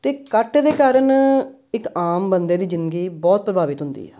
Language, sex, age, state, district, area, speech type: Punjabi, female, 45-60, Punjab, Amritsar, urban, spontaneous